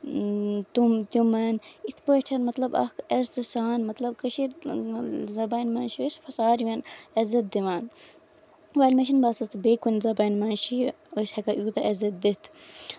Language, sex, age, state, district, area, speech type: Kashmiri, female, 18-30, Jammu and Kashmir, Baramulla, rural, spontaneous